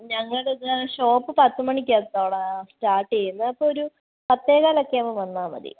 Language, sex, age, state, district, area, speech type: Malayalam, female, 18-30, Kerala, Kottayam, rural, conversation